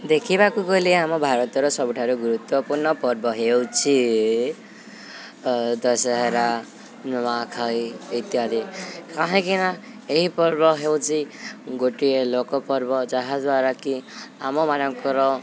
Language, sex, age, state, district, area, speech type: Odia, male, 18-30, Odisha, Subarnapur, urban, spontaneous